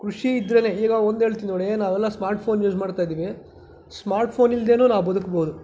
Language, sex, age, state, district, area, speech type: Kannada, male, 45-60, Karnataka, Chikkaballapur, rural, spontaneous